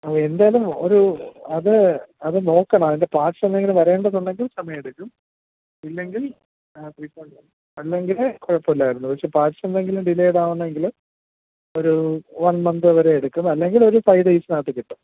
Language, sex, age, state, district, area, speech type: Malayalam, male, 30-45, Kerala, Thiruvananthapuram, urban, conversation